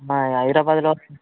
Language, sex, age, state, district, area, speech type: Telugu, male, 18-30, Andhra Pradesh, Chittoor, rural, conversation